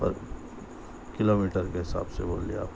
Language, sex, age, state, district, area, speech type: Urdu, male, 45-60, Telangana, Hyderabad, urban, spontaneous